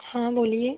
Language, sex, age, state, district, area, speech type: Hindi, female, 18-30, Madhya Pradesh, Betul, rural, conversation